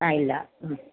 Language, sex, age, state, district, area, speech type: Malayalam, female, 45-60, Kerala, Pathanamthitta, rural, conversation